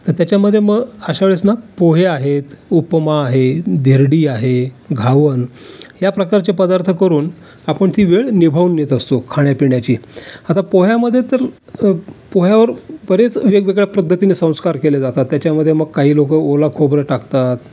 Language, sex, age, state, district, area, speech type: Marathi, male, 60+, Maharashtra, Raigad, urban, spontaneous